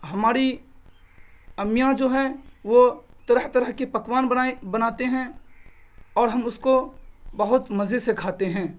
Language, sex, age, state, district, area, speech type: Urdu, male, 18-30, Bihar, Purnia, rural, spontaneous